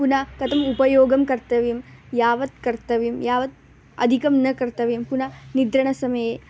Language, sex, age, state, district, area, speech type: Sanskrit, female, 18-30, Karnataka, Bangalore Rural, rural, spontaneous